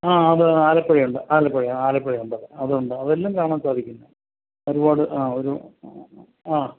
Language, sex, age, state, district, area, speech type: Malayalam, male, 60+, Kerala, Kollam, rural, conversation